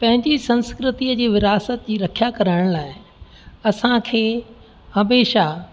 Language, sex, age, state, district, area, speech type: Sindhi, female, 60+, Rajasthan, Ajmer, urban, spontaneous